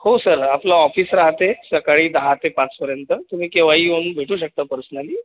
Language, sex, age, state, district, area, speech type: Marathi, male, 30-45, Maharashtra, Buldhana, urban, conversation